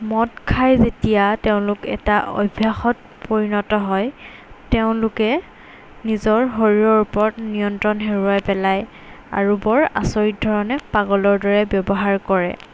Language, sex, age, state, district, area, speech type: Assamese, female, 18-30, Assam, Golaghat, urban, spontaneous